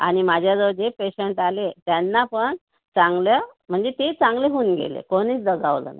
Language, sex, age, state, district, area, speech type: Marathi, female, 30-45, Maharashtra, Amravati, urban, conversation